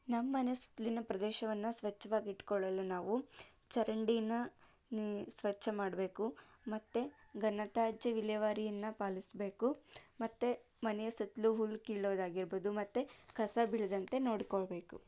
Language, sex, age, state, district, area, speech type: Kannada, female, 30-45, Karnataka, Tumkur, rural, spontaneous